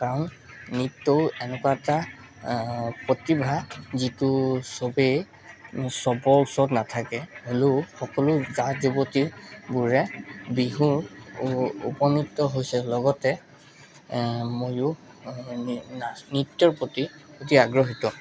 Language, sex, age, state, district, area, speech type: Assamese, male, 18-30, Assam, Charaideo, urban, spontaneous